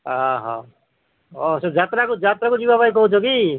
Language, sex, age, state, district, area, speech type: Odia, male, 45-60, Odisha, Malkangiri, urban, conversation